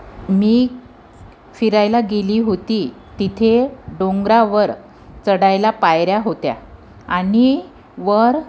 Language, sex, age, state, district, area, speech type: Marathi, female, 30-45, Maharashtra, Amravati, urban, spontaneous